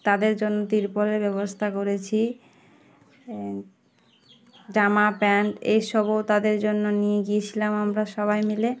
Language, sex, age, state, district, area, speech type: Bengali, female, 18-30, West Bengal, Uttar Dinajpur, urban, spontaneous